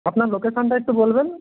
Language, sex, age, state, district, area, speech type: Bengali, male, 30-45, West Bengal, Purba Medinipur, rural, conversation